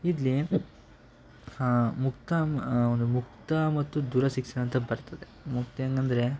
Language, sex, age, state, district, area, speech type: Kannada, male, 18-30, Karnataka, Mysore, rural, spontaneous